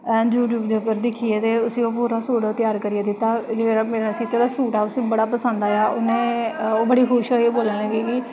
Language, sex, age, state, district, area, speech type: Dogri, female, 30-45, Jammu and Kashmir, Samba, rural, spontaneous